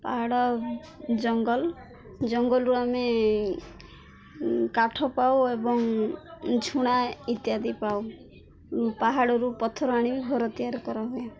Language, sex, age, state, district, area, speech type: Odia, female, 18-30, Odisha, Koraput, urban, spontaneous